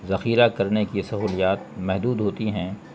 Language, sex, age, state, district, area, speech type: Urdu, male, 45-60, Bihar, Gaya, rural, spontaneous